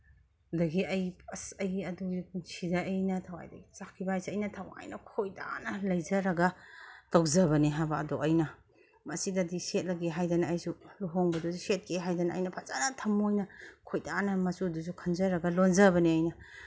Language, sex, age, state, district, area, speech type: Manipuri, female, 45-60, Manipur, Imphal East, rural, spontaneous